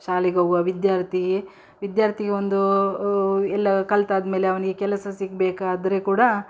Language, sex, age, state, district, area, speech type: Kannada, female, 60+, Karnataka, Udupi, rural, spontaneous